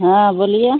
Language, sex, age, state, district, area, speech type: Hindi, female, 45-60, Bihar, Begusarai, urban, conversation